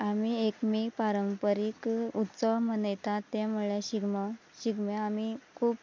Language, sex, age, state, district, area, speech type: Goan Konkani, female, 30-45, Goa, Quepem, rural, spontaneous